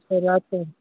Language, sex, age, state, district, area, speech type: Kannada, male, 30-45, Karnataka, Raichur, rural, conversation